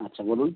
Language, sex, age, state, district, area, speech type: Bengali, male, 30-45, West Bengal, Howrah, urban, conversation